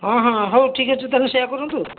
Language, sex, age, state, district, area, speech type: Odia, male, 45-60, Odisha, Bhadrak, rural, conversation